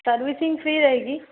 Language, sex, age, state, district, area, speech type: Hindi, female, 30-45, Madhya Pradesh, Chhindwara, urban, conversation